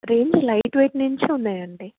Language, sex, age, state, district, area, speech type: Telugu, female, 30-45, Telangana, Mancherial, rural, conversation